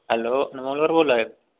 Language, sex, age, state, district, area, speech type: Dogri, male, 18-30, Jammu and Kashmir, Samba, rural, conversation